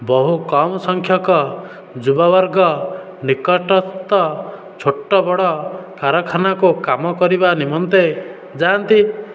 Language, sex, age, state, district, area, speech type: Odia, male, 30-45, Odisha, Dhenkanal, rural, spontaneous